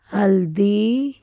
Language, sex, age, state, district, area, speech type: Punjabi, female, 30-45, Punjab, Fazilka, rural, read